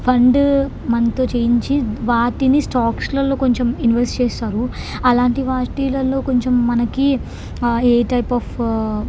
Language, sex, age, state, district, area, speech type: Telugu, female, 18-30, Andhra Pradesh, Krishna, urban, spontaneous